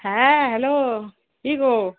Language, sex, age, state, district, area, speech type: Bengali, female, 60+, West Bengal, Kolkata, urban, conversation